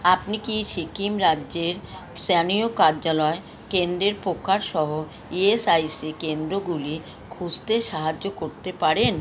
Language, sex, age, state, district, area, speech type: Bengali, female, 60+, West Bengal, Kolkata, urban, read